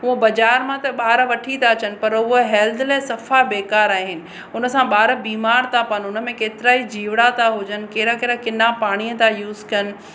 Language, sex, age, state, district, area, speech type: Sindhi, female, 45-60, Maharashtra, Pune, urban, spontaneous